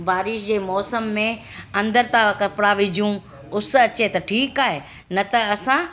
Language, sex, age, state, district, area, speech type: Sindhi, female, 60+, Delhi, South Delhi, urban, spontaneous